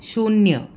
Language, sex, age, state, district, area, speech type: Marathi, female, 45-60, Maharashtra, Pune, urban, read